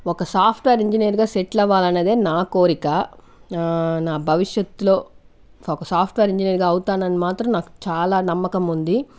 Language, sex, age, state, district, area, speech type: Telugu, female, 60+, Andhra Pradesh, Chittoor, rural, spontaneous